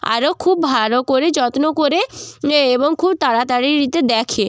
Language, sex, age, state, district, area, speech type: Bengali, female, 18-30, West Bengal, Jalpaiguri, rural, spontaneous